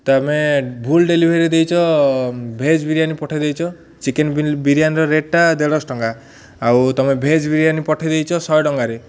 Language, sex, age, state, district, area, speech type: Odia, male, 30-45, Odisha, Ganjam, urban, spontaneous